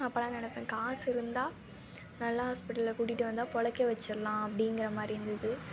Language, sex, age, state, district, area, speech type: Tamil, female, 18-30, Tamil Nadu, Thanjavur, urban, spontaneous